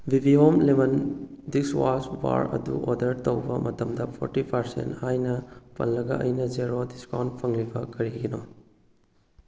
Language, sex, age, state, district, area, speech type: Manipuri, male, 18-30, Manipur, Kakching, rural, read